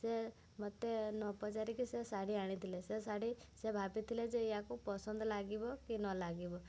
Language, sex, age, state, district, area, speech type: Odia, female, 18-30, Odisha, Mayurbhanj, rural, spontaneous